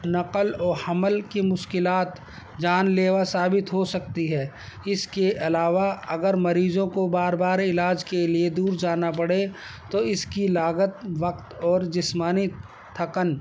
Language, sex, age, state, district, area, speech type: Urdu, male, 60+, Delhi, North East Delhi, urban, spontaneous